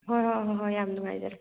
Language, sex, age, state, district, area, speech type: Manipuri, female, 45-60, Manipur, Churachandpur, rural, conversation